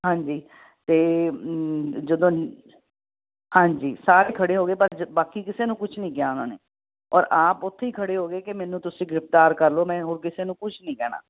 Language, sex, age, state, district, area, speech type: Punjabi, female, 45-60, Punjab, Ludhiana, urban, conversation